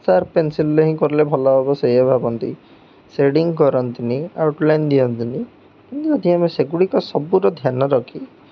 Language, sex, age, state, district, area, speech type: Odia, male, 18-30, Odisha, Jagatsinghpur, rural, spontaneous